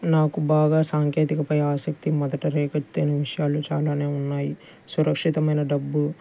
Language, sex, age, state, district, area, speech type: Telugu, male, 30-45, Andhra Pradesh, Guntur, urban, spontaneous